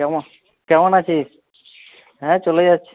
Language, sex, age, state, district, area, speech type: Bengali, male, 30-45, West Bengal, Jhargram, rural, conversation